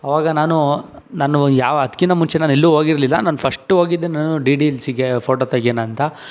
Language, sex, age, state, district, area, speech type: Kannada, male, 18-30, Karnataka, Tumkur, rural, spontaneous